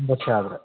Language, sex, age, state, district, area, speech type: Kannada, male, 30-45, Karnataka, Vijayanagara, rural, conversation